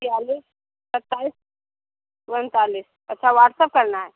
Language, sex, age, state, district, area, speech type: Hindi, female, 45-60, Uttar Pradesh, Hardoi, rural, conversation